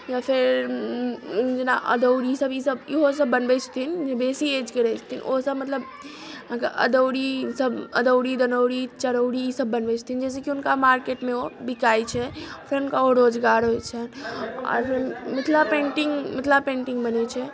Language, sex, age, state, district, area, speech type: Maithili, female, 30-45, Bihar, Madhubani, rural, spontaneous